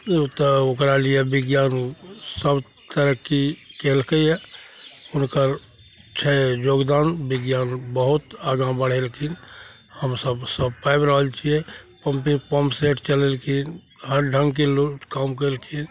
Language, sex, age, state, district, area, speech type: Maithili, male, 45-60, Bihar, Araria, rural, spontaneous